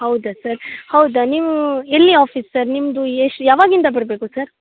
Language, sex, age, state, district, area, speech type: Kannada, female, 18-30, Karnataka, Uttara Kannada, rural, conversation